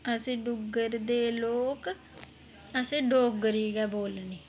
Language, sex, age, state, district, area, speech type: Dogri, female, 30-45, Jammu and Kashmir, Reasi, rural, spontaneous